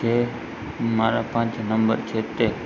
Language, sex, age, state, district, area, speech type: Gujarati, male, 18-30, Gujarat, Morbi, urban, spontaneous